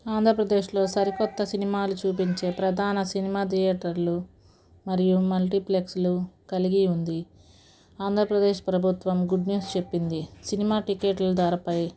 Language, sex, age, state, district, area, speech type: Telugu, female, 45-60, Andhra Pradesh, Guntur, urban, spontaneous